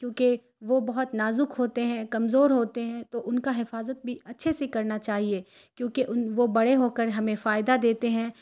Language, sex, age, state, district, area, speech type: Urdu, female, 30-45, Bihar, Khagaria, rural, spontaneous